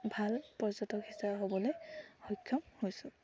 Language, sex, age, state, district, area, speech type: Assamese, female, 18-30, Assam, Dibrugarh, rural, spontaneous